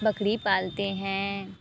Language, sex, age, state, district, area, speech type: Hindi, female, 45-60, Uttar Pradesh, Mirzapur, urban, spontaneous